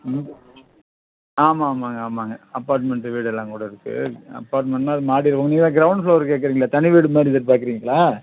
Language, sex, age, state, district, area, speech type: Tamil, male, 45-60, Tamil Nadu, Perambalur, rural, conversation